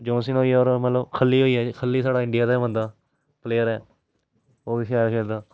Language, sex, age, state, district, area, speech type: Dogri, male, 18-30, Jammu and Kashmir, Jammu, urban, spontaneous